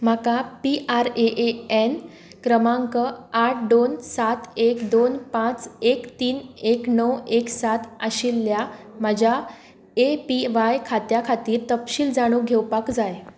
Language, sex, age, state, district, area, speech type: Goan Konkani, female, 18-30, Goa, Tiswadi, rural, read